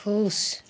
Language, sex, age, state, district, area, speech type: Hindi, female, 45-60, Uttar Pradesh, Chandauli, rural, read